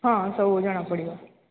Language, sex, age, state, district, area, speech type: Odia, female, 30-45, Odisha, Sambalpur, rural, conversation